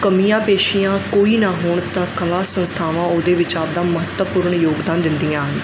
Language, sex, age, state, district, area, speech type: Punjabi, female, 30-45, Punjab, Mansa, urban, spontaneous